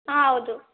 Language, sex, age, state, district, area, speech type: Kannada, female, 18-30, Karnataka, Chitradurga, rural, conversation